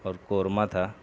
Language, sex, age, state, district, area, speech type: Urdu, male, 18-30, Bihar, Purnia, rural, spontaneous